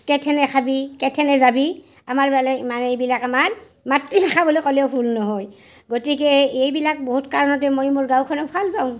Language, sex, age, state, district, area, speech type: Assamese, female, 45-60, Assam, Barpeta, rural, spontaneous